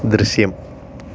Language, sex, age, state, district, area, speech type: Malayalam, male, 18-30, Kerala, Palakkad, urban, read